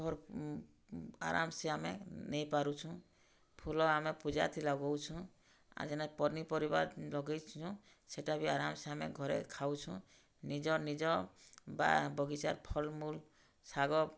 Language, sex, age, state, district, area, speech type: Odia, female, 45-60, Odisha, Bargarh, urban, spontaneous